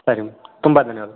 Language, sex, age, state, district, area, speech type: Kannada, male, 18-30, Karnataka, Dharwad, urban, conversation